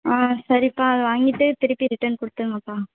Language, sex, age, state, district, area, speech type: Tamil, female, 30-45, Tamil Nadu, Ariyalur, rural, conversation